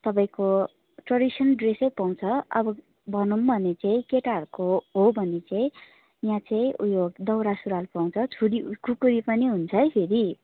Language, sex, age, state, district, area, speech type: Nepali, female, 18-30, West Bengal, Darjeeling, rural, conversation